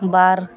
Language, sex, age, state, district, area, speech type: Santali, female, 18-30, West Bengal, Birbhum, rural, read